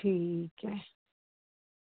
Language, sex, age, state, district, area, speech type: Dogri, female, 30-45, Jammu and Kashmir, Reasi, urban, conversation